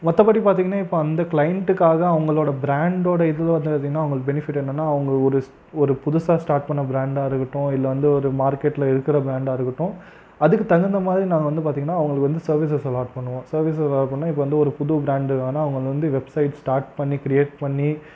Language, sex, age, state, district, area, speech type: Tamil, male, 18-30, Tamil Nadu, Krishnagiri, rural, spontaneous